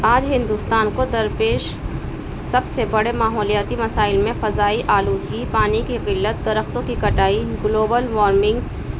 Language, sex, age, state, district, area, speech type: Urdu, female, 30-45, Uttar Pradesh, Balrampur, urban, spontaneous